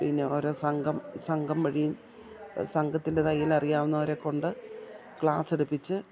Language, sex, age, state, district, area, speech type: Malayalam, female, 60+, Kerala, Idukki, rural, spontaneous